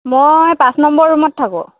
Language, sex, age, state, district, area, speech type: Assamese, female, 45-60, Assam, Dhemaji, rural, conversation